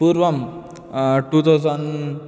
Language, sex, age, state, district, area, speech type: Sanskrit, male, 18-30, Karnataka, Dharwad, urban, spontaneous